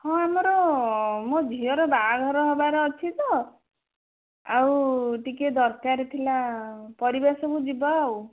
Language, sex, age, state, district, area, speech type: Odia, female, 18-30, Odisha, Bhadrak, rural, conversation